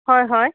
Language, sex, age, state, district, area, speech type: Assamese, female, 30-45, Assam, Dhemaji, rural, conversation